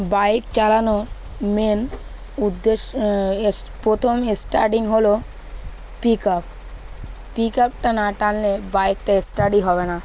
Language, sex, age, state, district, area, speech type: Bengali, male, 18-30, West Bengal, Dakshin Dinajpur, urban, spontaneous